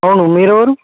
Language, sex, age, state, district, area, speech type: Telugu, male, 30-45, Telangana, Hyderabad, urban, conversation